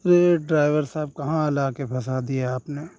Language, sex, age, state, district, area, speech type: Urdu, male, 18-30, Uttar Pradesh, Saharanpur, urban, spontaneous